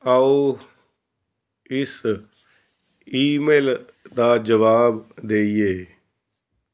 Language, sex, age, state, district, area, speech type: Punjabi, male, 45-60, Punjab, Fazilka, rural, read